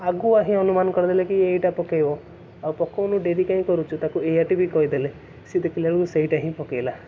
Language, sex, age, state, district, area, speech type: Odia, male, 18-30, Odisha, Cuttack, urban, spontaneous